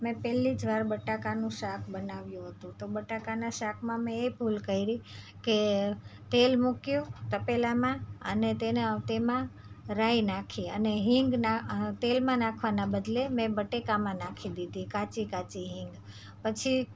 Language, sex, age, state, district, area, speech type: Gujarati, female, 30-45, Gujarat, Surat, rural, spontaneous